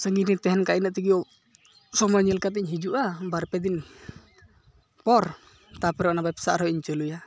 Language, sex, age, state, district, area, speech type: Santali, male, 18-30, West Bengal, Malda, rural, spontaneous